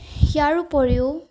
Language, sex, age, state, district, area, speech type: Assamese, female, 18-30, Assam, Sonitpur, rural, spontaneous